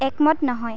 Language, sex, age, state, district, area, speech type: Assamese, female, 18-30, Assam, Kamrup Metropolitan, rural, read